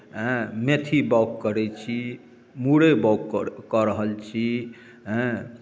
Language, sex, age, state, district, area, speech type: Maithili, male, 45-60, Bihar, Darbhanga, rural, spontaneous